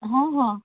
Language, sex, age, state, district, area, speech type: Odia, female, 30-45, Odisha, Cuttack, urban, conversation